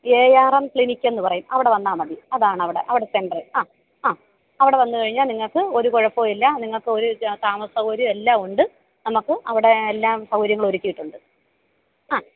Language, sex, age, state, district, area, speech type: Malayalam, female, 30-45, Kerala, Alappuzha, rural, conversation